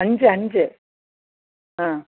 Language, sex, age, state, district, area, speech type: Malayalam, female, 60+, Kerala, Thiruvananthapuram, urban, conversation